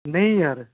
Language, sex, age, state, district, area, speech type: Dogri, male, 18-30, Jammu and Kashmir, Reasi, urban, conversation